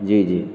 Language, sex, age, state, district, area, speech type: Urdu, male, 18-30, Bihar, Gaya, urban, spontaneous